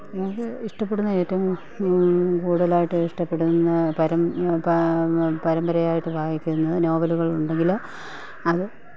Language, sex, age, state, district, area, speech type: Malayalam, female, 45-60, Kerala, Pathanamthitta, rural, spontaneous